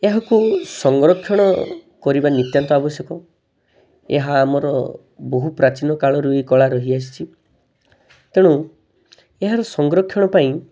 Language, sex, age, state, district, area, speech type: Odia, male, 18-30, Odisha, Balasore, rural, spontaneous